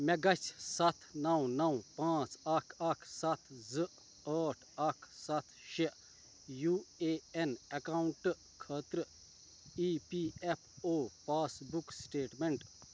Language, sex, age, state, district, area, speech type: Kashmiri, male, 30-45, Jammu and Kashmir, Ganderbal, rural, read